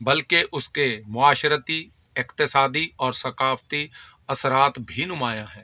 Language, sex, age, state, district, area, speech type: Urdu, male, 45-60, Delhi, South Delhi, urban, spontaneous